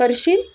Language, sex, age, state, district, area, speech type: Marathi, female, 45-60, Maharashtra, Pune, urban, spontaneous